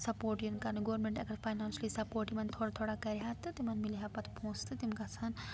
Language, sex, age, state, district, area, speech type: Kashmiri, female, 18-30, Jammu and Kashmir, Srinagar, rural, spontaneous